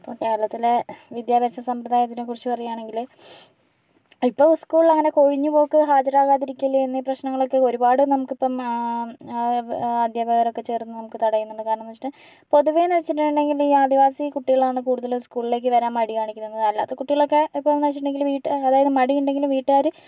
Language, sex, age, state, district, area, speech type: Malayalam, female, 45-60, Kerala, Kozhikode, urban, spontaneous